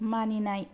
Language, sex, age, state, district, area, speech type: Bodo, female, 30-45, Assam, Kokrajhar, rural, read